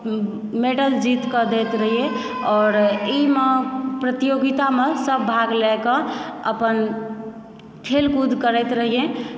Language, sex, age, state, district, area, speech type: Maithili, female, 45-60, Bihar, Supaul, urban, spontaneous